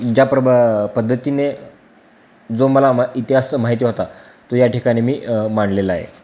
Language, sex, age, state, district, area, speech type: Marathi, male, 18-30, Maharashtra, Beed, rural, spontaneous